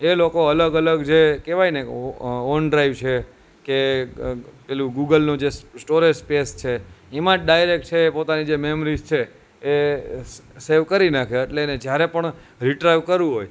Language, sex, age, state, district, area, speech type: Gujarati, male, 30-45, Gujarat, Junagadh, urban, spontaneous